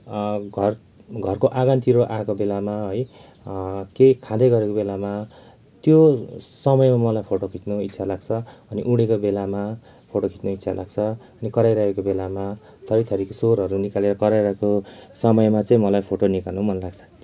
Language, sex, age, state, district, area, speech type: Nepali, male, 30-45, West Bengal, Kalimpong, rural, spontaneous